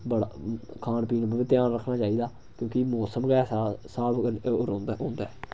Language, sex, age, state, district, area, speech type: Dogri, male, 18-30, Jammu and Kashmir, Samba, rural, spontaneous